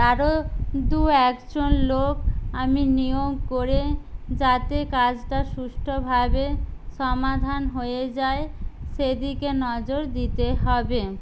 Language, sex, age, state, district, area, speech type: Bengali, other, 45-60, West Bengal, Jhargram, rural, spontaneous